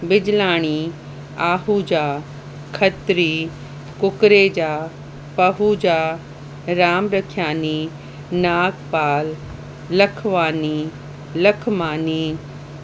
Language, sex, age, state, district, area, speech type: Sindhi, female, 30-45, Uttar Pradesh, Lucknow, urban, spontaneous